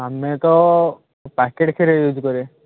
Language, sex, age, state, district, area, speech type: Odia, male, 30-45, Odisha, Balasore, rural, conversation